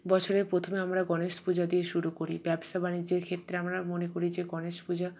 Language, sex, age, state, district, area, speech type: Bengali, female, 60+, West Bengal, Purba Bardhaman, urban, spontaneous